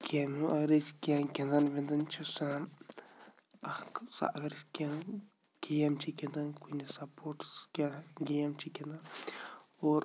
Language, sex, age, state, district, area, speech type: Kashmiri, male, 30-45, Jammu and Kashmir, Shopian, rural, spontaneous